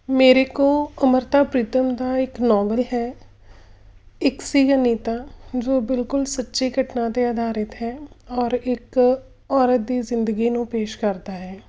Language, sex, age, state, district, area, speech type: Punjabi, female, 45-60, Punjab, Tarn Taran, urban, spontaneous